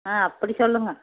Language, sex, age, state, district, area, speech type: Tamil, female, 60+, Tamil Nadu, Erode, rural, conversation